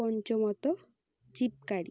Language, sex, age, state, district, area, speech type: Bengali, female, 18-30, West Bengal, North 24 Parganas, urban, spontaneous